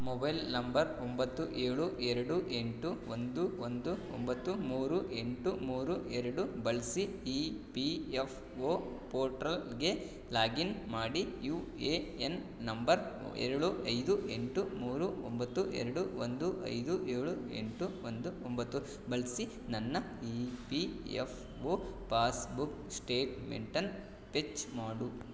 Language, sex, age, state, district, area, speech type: Kannada, male, 18-30, Karnataka, Chitradurga, rural, read